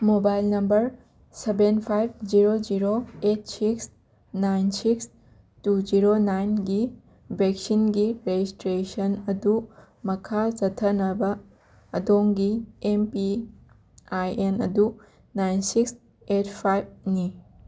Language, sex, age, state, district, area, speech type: Manipuri, female, 18-30, Manipur, Imphal West, rural, read